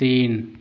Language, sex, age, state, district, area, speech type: Hindi, male, 30-45, Uttar Pradesh, Ghazipur, rural, read